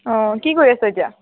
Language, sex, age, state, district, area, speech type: Assamese, female, 30-45, Assam, Tinsukia, urban, conversation